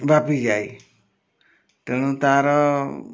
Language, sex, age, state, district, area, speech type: Odia, male, 60+, Odisha, Mayurbhanj, rural, spontaneous